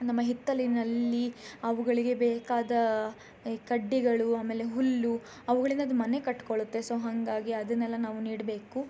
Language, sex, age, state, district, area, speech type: Kannada, female, 18-30, Karnataka, Chikkamagaluru, rural, spontaneous